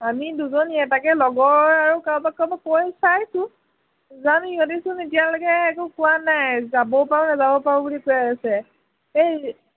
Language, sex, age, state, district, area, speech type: Assamese, female, 18-30, Assam, Golaghat, urban, conversation